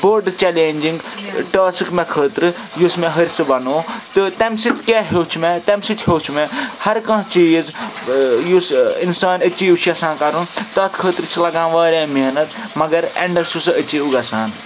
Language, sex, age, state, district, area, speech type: Kashmiri, male, 30-45, Jammu and Kashmir, Srinagar, urban, spontaneous